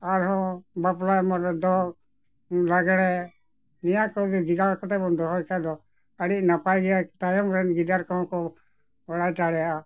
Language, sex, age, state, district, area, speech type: Santali, male, 60+, Jharkhand, Bokaro, rural, spontaneous